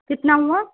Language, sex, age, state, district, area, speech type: Urdu, female, 18-30, Uttar Pradesh, Balrampur, rural, conversation